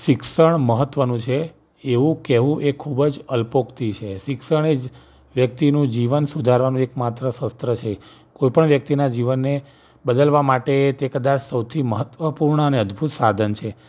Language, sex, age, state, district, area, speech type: Gujarati, male, 45-60, Gujarat, Ahmedabad, urban, spontaneous